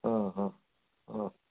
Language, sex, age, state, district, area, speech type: Marathi, male, 60+, Maharashtra, Kolhapur, urban, conversation